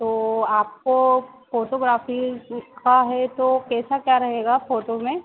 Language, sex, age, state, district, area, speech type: Hindi, female, 18-30, Madhya Pradesh, Harda, urban, conversation